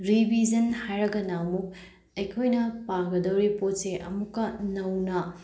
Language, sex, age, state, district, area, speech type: Manipuri, female, 18-30, Manipur, Bishnupur, rural, spontaneous